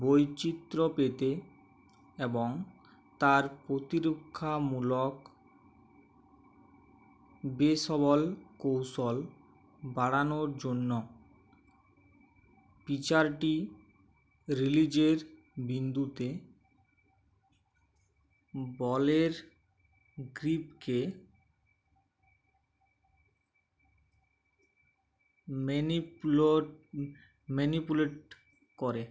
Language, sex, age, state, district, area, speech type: Bengali, male, 18-30, West Bengal, Uttar Dinajpur, rural, read